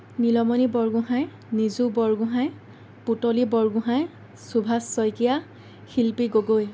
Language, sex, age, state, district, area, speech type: Assamese, female, 18-30, Assam, Lakhimpur, rural, spontaneous